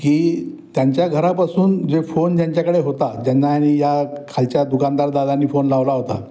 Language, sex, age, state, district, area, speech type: Marathi, male, 60+, Maharashtra, Pune, urban, spontaneous